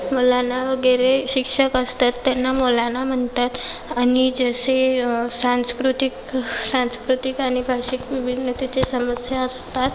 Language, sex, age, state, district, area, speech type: Marathi, female, 18-30, Maharashtra, Nagpur, urban, spontaneous